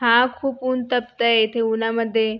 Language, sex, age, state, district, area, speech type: Marathi, female, 18-30, Maharashtra, Buldhana, rural, spontaneous